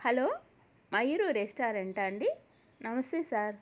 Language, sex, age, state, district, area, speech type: Telugu, female, 30-45, Andhra Pradesh, Kadapa, rural, spontaneous